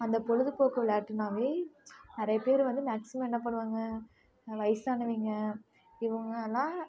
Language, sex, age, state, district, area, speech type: Tamil, female, 18-30, Tamil Nadu, Namakkal, rural, spontaneous